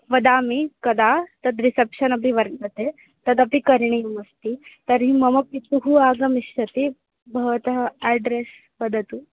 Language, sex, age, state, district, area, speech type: Sanskrit, female, 18-30, Maharashtra, Ahmednagar, urban, conversation